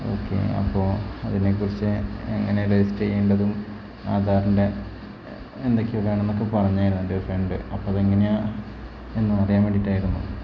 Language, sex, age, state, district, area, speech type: Malayalam, male, 30-45, Kerala, Wayanad, rural, spontaneous